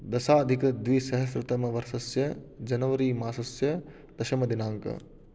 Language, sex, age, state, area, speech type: Sanskrit, male, 18-30, Rajasthan, urban, spontaneous